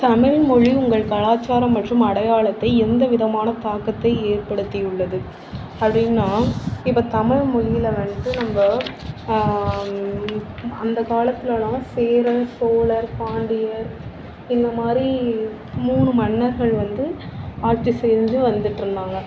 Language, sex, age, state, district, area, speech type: Tamil, female, 18-30, Tamil Nadu, Nagapattinam, rural, spontaneous